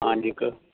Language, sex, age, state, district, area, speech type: Goan Konkani, male, 60+, Goa, Canacona, rural, conversation